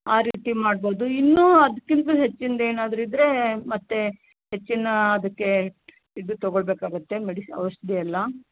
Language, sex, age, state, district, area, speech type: Kannada, female, 60+, Karnataka, Shimoga, rural, conversation